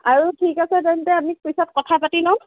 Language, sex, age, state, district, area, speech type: Assamese, female, 60+, Assam, Nagaon, rural, conversation